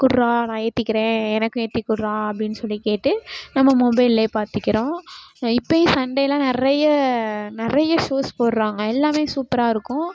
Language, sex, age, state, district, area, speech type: Tamil, female, 18-30, Tamil Nadu, Tiruchirappalli, rural, spontaneous